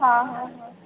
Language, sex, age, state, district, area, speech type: Marathi, female, 30-45, Maharashtra, Amravati, rural, conversation